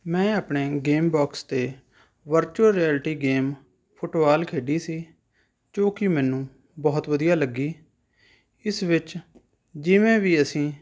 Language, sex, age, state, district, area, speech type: Punjabi, male, 30-45, Punjab, Rupnagar, urban, spontaneous